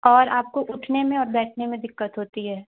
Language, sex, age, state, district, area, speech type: Hindi, female, 18-30, Uttar Pradesh, Chandauli, urban, conversation